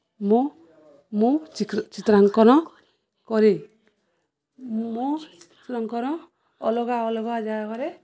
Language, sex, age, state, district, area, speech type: Odia, female, 45-60, Odisha, Balangir, urban, spontaneous